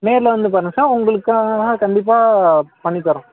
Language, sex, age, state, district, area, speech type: Tamil, male, 18-30, Tamil Nadu, Madurai, rural, conversation